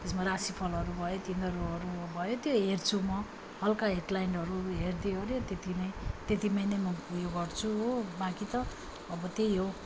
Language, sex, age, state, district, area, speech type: Nepali, female, 30-45, West Bengal, Darjeeling, rural, spontaneous